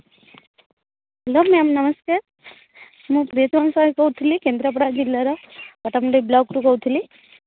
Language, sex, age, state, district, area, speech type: Odia, female, 18-30, Odisha, Kendrapara, urban, conversation